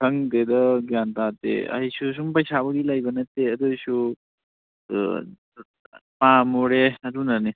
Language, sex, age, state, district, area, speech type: Manipuri, male, 18-30, Manipur, Kangpokpi, urban, conversation